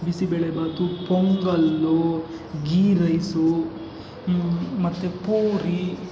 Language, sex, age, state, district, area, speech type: Kannada, male, 60+, Karnataka, Kolar, rural, spontaneous